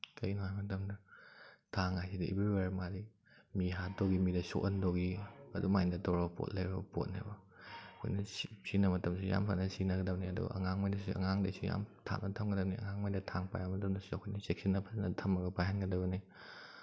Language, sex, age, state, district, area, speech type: Manipuri, male, 18-30, Manipur, Kakching, rural, spontaneous